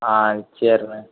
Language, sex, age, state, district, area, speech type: Tamil, male, 18-30, Tamil Nadu, Thoothukudi, rural, conversation